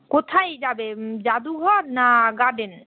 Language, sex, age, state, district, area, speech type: Bengali, female, 18-30, West Bengal, Malda, urban, conversation